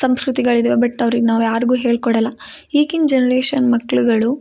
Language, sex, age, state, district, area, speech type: Kannada, female, 18-30, Karnataka, Chikkamagaluru, rural, spontaneous